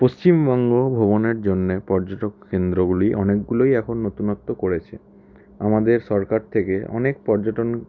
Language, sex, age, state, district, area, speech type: Bengali, male, 18-30, West Bengal, Howrah, urban, spontaneous